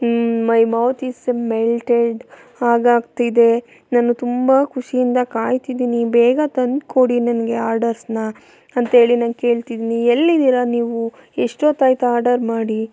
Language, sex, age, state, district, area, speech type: Kannada, female, 30-45, Karnataka, Mandya, rural, spontaneous